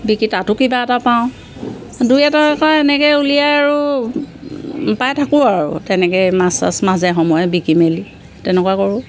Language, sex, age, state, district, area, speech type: Assamese, female, 45-60, Assam, Sivasagar, rural, spontaneous